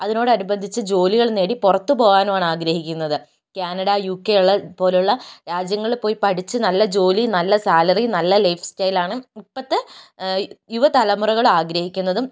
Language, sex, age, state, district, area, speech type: Malayalam, female, 60+, Kerala, Kozhikode, rural, spontaneous